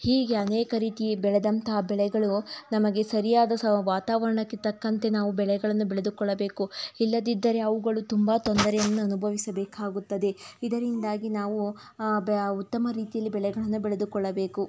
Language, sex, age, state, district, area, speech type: Kannada, female, 30-45, Karnataka, Tumkur, rural, spontaneous